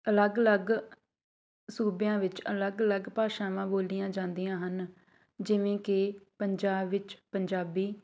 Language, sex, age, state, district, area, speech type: Punjabi, female, 30-45, Punjab, Shaheed Bhagat Singh Nagar, urban, spontaneous